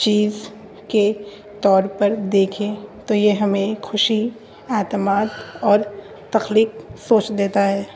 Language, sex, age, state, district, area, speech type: Urdu, female, 18-30, Delhi, North East Delhi, urban, spontaneous